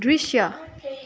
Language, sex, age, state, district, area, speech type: Nepali, female, 18-30, West Bengal, Darjeeling, rural, read